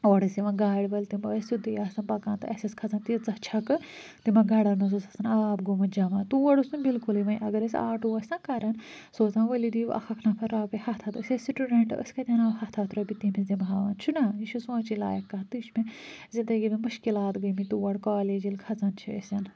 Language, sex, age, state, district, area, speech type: Kashmiri, female, 30-45, Jammu and Kashmir, Kulgam, rural, spontaneous